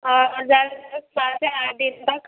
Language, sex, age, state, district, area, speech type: Urdu, female, 18-30, Uttar Pradesh, Gautam Buddha Nagar, rural, conversation